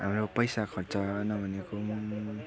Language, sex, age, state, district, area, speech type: Nepali, male, 18-30, West Bengal, Darjeeling, rural, spontaneous